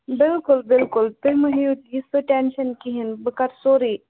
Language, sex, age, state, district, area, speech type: Kashmiri, male, 18-30, Jammu and Kashmir, Bandipora, rural, conversation